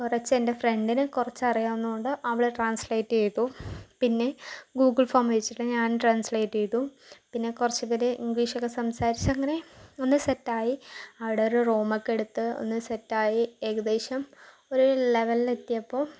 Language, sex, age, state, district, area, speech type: Malayalam, female, 45-60, Kerala, Palakkad, urban, spontaneous